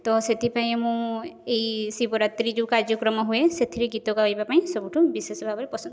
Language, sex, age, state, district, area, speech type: Odia, female, 18-30, Odisha, Mayurbhanj, rural, spontaneous